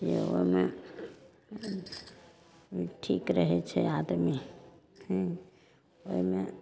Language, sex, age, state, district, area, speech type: Maithili, female, 60+, Bihar, Madhepura, rural, spontaneous